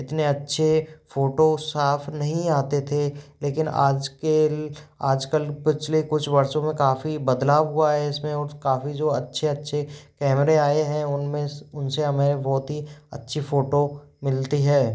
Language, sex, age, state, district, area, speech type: Hindi, male, 30-45, Rajasthan, Jaipur, urban, spontaneous